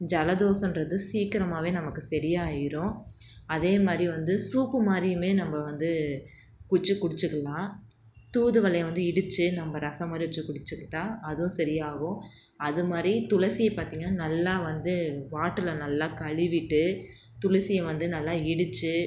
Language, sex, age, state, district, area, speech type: Tamil, female, 30-45, Tamil Nadu, Tiruchirappalli, rural, spontaneous